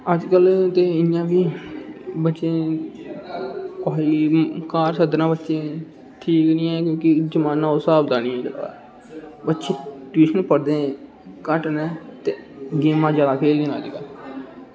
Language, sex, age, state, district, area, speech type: Dogri, male, 18-30, Jammu and Kashmir, Samba, rural, spontaneous